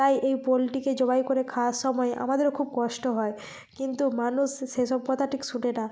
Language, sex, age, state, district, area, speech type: Bengali, female, 45-60, West Bengal, Nadia, rural, spontaneous